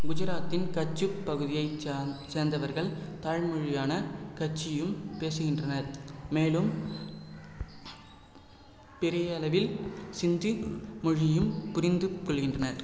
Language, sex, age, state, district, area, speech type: Tamil, male, 30-45, Tamil Nadu, Cuddalore, rural, read